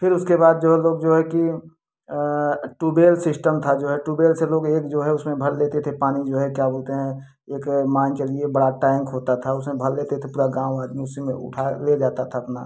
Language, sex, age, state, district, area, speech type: Hindi, male, 30-45, Uttar Pradesh, Prayagraj, urban, spontaneous